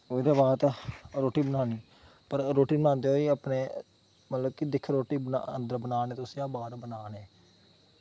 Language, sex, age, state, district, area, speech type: Dogri, male, 18-30, Jammu and Kashmir, Kathua, rural, spontaneous